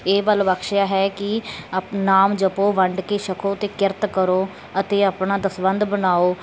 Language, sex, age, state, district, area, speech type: Punjabi, female, 30-45, Punjab, Bathinda, rural, spontaneous